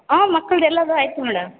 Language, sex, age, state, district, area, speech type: Kannada, female, 45-60, Karnataka, Chamarajanagar, rural, conversation